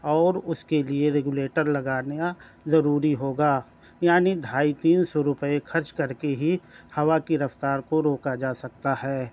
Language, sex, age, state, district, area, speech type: Urdu, male, 30-45, Delhi, South Delhi, urban, spontaneous